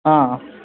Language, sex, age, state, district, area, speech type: Kannada, male, 18-30, Karnataka, Kolar, rural, conversation